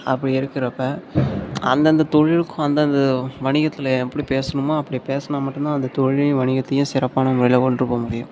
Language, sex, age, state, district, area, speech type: Tamil, male, 18-30, Tamil Nadu, Tiruvarur, rural, spontaneous